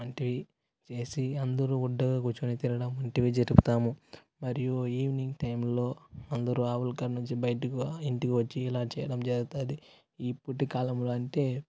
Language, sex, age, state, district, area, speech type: Telugu, male, 18-30, Andhra Pradesh, Sri Balaji, rural, spontaneous